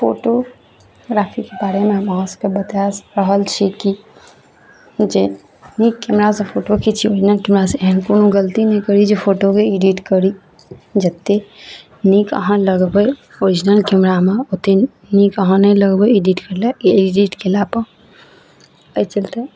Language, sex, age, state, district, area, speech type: Maithili, female, 18-30, Bihar, Araria, rural, spontaneous